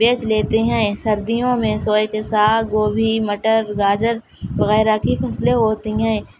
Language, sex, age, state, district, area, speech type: Urdu, female, 30-45, Uttar Pradesh, Shahjahanpur, urban, spontaneous